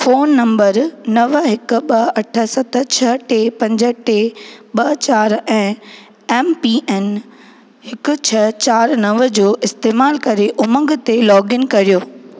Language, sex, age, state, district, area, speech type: Sindhi, female, 18-30, Rajasthan, Ajmer, urban, read